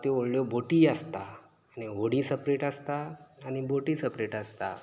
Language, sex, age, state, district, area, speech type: Goan Konkani, male, 30-45, Goa, Canacona, rural, spontaneous